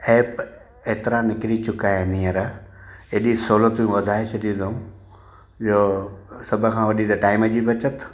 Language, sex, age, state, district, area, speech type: Sindhi, male, 60+, Gujarat, Kutch, rural, spontaneous